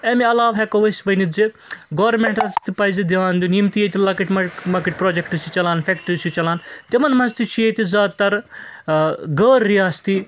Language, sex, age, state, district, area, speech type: Kashmiri, male, 30-45, Jammu and Kashmir, Srinagar, urban, spontaneous